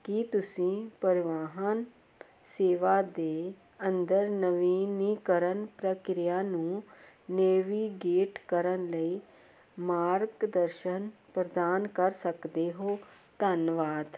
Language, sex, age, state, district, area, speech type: Punjabi, female, 45-60, Punjab, Jalandhar, urban, read